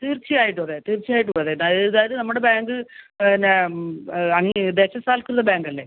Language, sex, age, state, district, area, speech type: Malayalam, female, 60+, Kerala, Kasaragod, urban, conversation